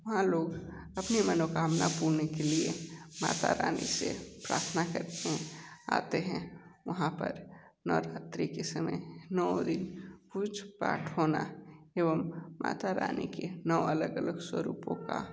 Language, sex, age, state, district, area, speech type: Hindi, male, 30-45, Uttar Pradesh, Sonbhadra, rural, spontaneous